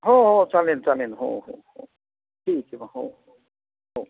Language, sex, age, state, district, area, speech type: Marathi, male, 60+, Maharashtra, Akola, urban, conversation